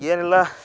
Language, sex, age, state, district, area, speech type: Kannada, male, 18-30, Karnataka, Dharwad, urban, spontaneous